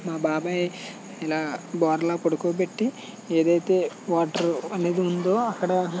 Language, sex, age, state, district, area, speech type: Telugu, male, 18-30, Andhra Pradesh, West Godavari, rural, spontaneous